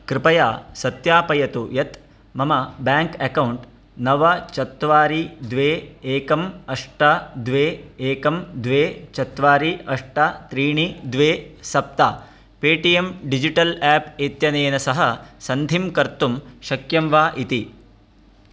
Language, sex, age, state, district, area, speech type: Sanskrit, male, 30-45, Karnataka, Dakshina Kannada, rural, read